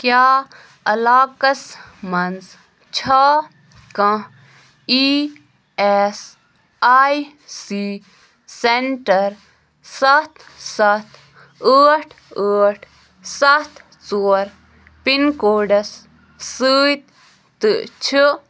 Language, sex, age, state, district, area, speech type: Kashmiri, female, 18-30, Jammu and Kashmir, Bandipora, rural, read